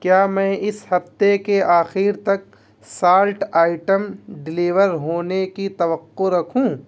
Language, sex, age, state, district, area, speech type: Urdu, male, 18-30, Uttar Pradesh, Muzaffarnagar, urban, read